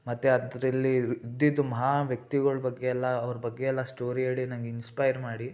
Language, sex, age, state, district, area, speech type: Kannada, male, 18-30, Karnataka, Mysore, urban, spontaneous